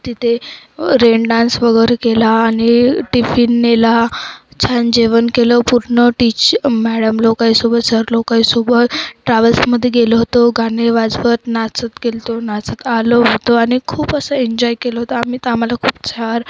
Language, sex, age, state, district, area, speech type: Marathi, female, 30-45, Maharashtra, Wardha, rural, spontaneous